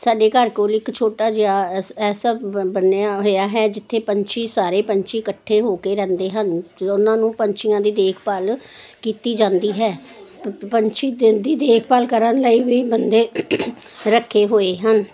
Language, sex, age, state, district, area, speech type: Punjabi, female, 60+, Punjab, Jalandhar, urban, spontaneous